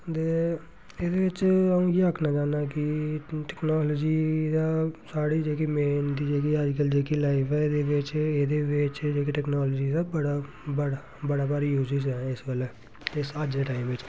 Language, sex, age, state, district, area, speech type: Dogri, male, 30-45, Jammu and Kashmir, Reasi, rural, spontaneous